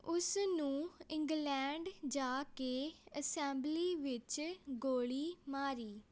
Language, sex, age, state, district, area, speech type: Punjabi, female, 18-30, Punjab, Amritsar, urban, spontaneous